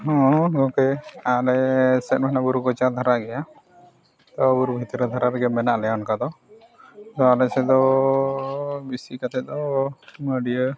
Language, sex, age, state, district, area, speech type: Santali, male, 45-60, Odisha, Mayurbhanj, rural, spontaneous